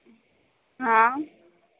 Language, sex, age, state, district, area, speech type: Hindi, female, 18-30, Madhya Pradesh, Harda, rural, conversation